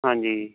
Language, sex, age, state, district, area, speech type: Punjabi, male, 45-60, Punjab, Mansa, rural, conversation